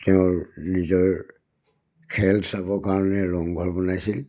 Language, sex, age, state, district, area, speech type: Assamese, male, 60+, Assam, Charaideo, rural, spontaneous